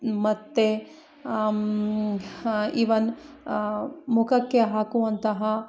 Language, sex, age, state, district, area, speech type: Kannada, female, 30-45, Karnataka, Chikkamagaluru, rural, spontaneous